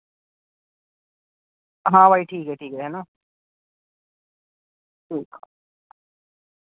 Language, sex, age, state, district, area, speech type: Urdu, male, 30-45, Delhi, North East Delhi, urban, conversation